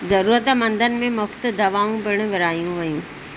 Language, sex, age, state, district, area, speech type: Sindhi, female, 45-60, Maharashtra, Thane, urban, read